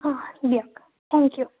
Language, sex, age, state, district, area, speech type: Assamese, female, 18-30, Assam, Udalguri, rural, conversation